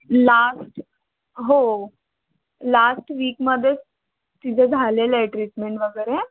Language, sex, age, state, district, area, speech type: Marathi, female, 18-30, Maharashtra, Pune, urban, conversation